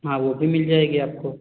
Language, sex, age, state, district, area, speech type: Hindi, male, 30-45, Uttar Pradesh, Azamgarh, rural, conversation